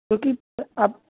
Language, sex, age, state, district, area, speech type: Punjabi, female, 30-45, Punjab, Jalandhar, rural, conversation